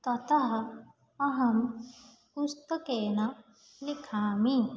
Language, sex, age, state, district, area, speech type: Sanskrit, female, 18-30, Odisha, Nayagarh, rural, spontaneous